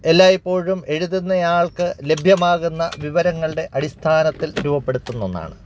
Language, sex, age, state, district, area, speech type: Malayalam, male, 45-60, Kerala, Alappuzha, urban, spontaneous